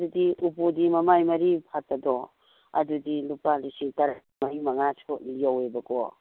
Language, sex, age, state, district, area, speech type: Manipuri, female, 60+, Manipur, Imphal East, rural, conversation